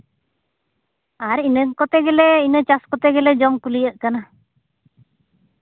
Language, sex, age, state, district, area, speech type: Santali, female, 30-45, Jharkhand, Seraikela Kharsawan, rural, conversation